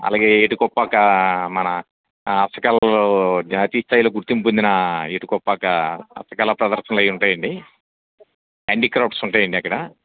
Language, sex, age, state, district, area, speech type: Telugu, male, 60+, Andhra Pradesh, Anakapalli, urban, conversation